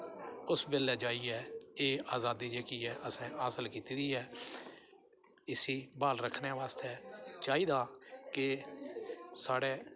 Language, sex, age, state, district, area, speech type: Dogri, male, 60+, Jammu and Kashmir, Udhampur, rural, spontaneous